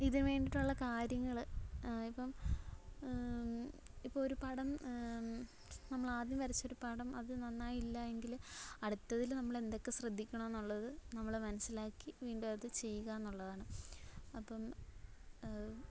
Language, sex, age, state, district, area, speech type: Malayalam, female, 18-30, Kerala, Alappuzha, rural, spontaneous